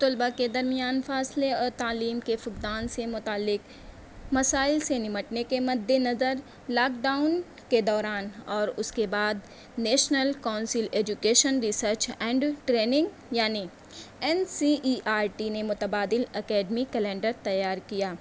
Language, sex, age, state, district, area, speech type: Urdu, female, 18-30, Uttar Pradesh, Mau, urban, spontaneous